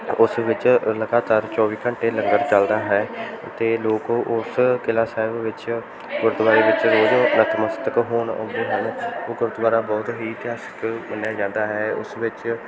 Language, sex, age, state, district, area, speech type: Punjabi, male, 18-30, Punjab, Bathinda, rural, spontaneous